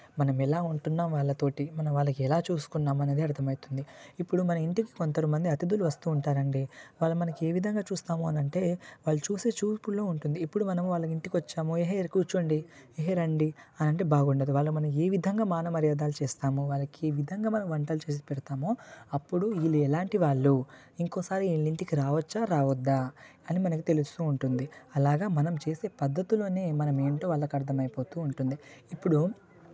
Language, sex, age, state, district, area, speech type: Telugu, male, 18-30, Telangana, Nalgonda, rural, spontaneous